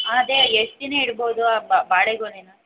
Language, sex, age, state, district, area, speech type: Kannada, female, 18-30, Karnataka, Chamarajanagar, rural, conversation